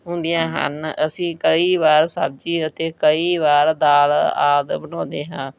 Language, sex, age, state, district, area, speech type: Punjabi, female, 45-60, Punjab, Bathinda, rural, spontaneous